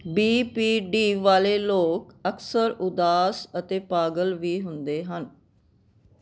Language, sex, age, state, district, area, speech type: Punjabi, female, 60+, Punjab, Firozpur, urban, read